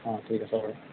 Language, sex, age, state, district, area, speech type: Assamese, male, 45-60, Assam, Darrang, rural, conversation